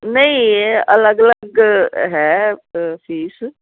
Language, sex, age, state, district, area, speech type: Punjabi, female, 60+, Punjab, Firozpur, urban, conversation